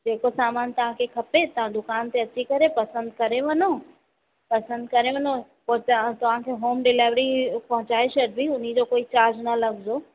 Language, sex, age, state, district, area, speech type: Sindhi, female, 45-60, Uttar Pradesh, Lucknow, rural, conversation